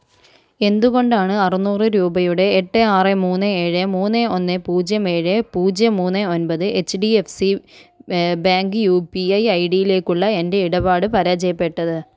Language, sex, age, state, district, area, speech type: Malayalam, female, 45-60, Kerala, Kozhikode, urban, read